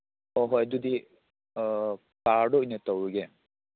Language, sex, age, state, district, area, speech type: Manipuri, male, 30-45, Manipur, Churachandpur, rural, conversation